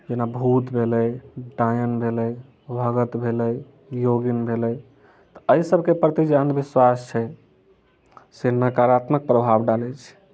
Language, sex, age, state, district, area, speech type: Maithili, male, 18-30, Bihar, Muzaffarpur, rural, spontaneous